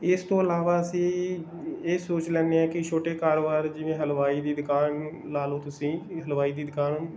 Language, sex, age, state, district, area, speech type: Punjabi, male, 18-30, Punjab, Bathinda, rural, spontaneous